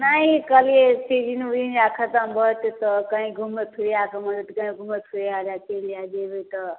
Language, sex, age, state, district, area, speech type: Maithili, female, 30-45, Bihar, Samastipur, rural, conversation